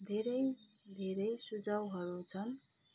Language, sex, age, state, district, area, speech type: Nepali, female, 45-60, West Bengal, Darjeeling, rural, spontaneous